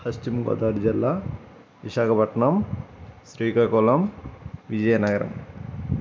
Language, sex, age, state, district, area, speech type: Telugu, male, 18-30, Andhra Pradesh, Eluru, urban, spontaneous